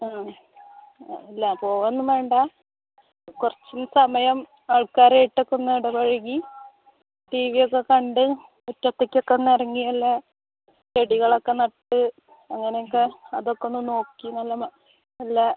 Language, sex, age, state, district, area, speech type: Malayalam, female, 45-60, Kerala, Malappuram, rural, conversation